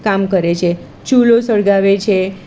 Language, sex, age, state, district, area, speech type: Gujarati, female, 45-60, Gujarat, Kheda, rural, spontaneous